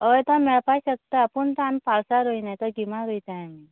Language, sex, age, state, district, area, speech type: Goan Konkani, female, 18-30, Goa, Canacona, rural, conversation